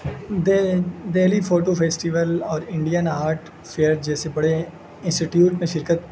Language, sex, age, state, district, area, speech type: Urdu, male, 18-30, Uttar Pradesh, Azamgarh, rural, spontaneous